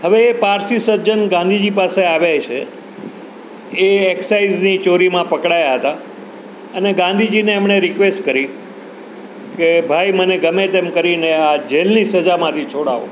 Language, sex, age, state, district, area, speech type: Gujarati, male, 60+, Gujarat, Rajkot, urban, spontaneous